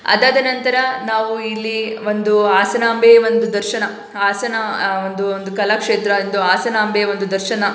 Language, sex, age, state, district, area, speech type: Kannada, female, 18-30, Karnataka, Hassan, urban, spontaneous